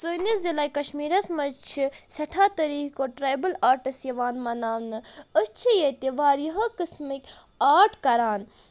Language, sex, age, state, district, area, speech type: Kashmiri, female, 18-30, Jammu and Kashmir, Budgam, rural, spontaneous